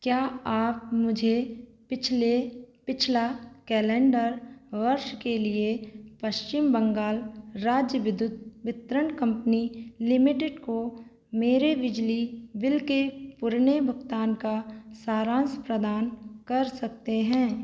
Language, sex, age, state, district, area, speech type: Hindi, female, 30-45, Madhya Pradesh, Seoni, rural, read